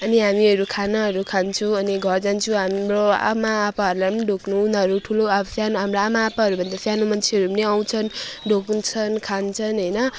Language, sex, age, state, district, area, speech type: Nepali, female, 30-45, West Bengal, Alipurduar, urban, spontaneous